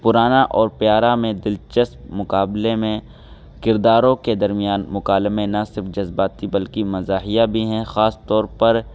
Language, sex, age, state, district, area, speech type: Urdu, male, 18-30, Uttar Pradesh, Saharanpur, urban, spontaneous